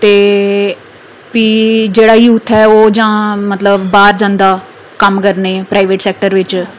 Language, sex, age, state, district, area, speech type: Dogri, female, 30-45, Jammu and Kashmir, Udhampur, urban, spontaneous